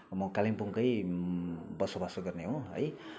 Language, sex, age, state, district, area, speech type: Nepali, male, 30-45, West Bengal, Kalimpong, rural, spontaneous